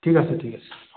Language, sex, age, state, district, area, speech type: Assamese, male, 60+, Assam, Morigaon, rural, conversation